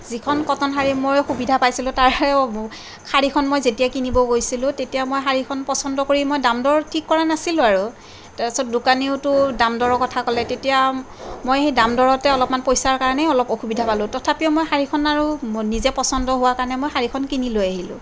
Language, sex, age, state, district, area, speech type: Assamese, female, 30-45, Assam, Kamrup Metropolitan, urban, spontaneous